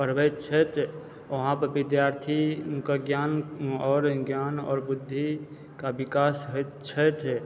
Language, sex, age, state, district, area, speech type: Maithili, male, 30-45, Bihar, Supaul, urban, spontaneous